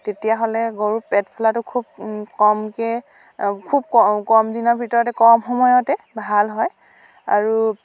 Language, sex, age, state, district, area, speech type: Assamese, female, 30-45, Assam, Dhemaji, rural, spontaneous